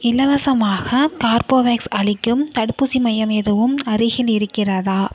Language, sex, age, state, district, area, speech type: Tamil, female, 18-30, Tamil Nadu, Nagapattinam, rural, read